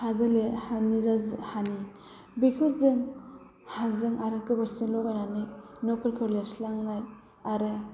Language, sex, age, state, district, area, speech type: Bodo, female, 30-45, Assam, Udalguri, rural, spontaneous